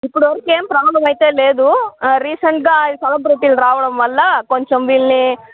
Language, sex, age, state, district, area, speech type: Telugu, female, 45-60, Andhra Pradesh, Chittoor, urban, conversation